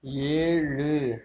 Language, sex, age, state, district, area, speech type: Tamil, male, 18-30, Tamil Nadu, Mayiladuthurai, rural, read